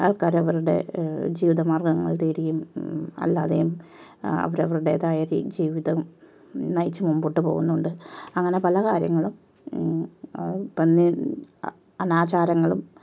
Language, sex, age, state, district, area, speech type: Malayalam, female, 45-60, Kerala, Ernakulam, rural, spontaneous